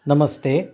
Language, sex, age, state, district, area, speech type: Sanskrit, male, 60+, Karnataka, Udupi, urban, spontaneous